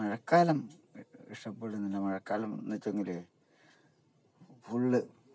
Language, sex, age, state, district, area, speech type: Malayalam, male, 60+, Kerala, Kasaragod, rural, spontaneous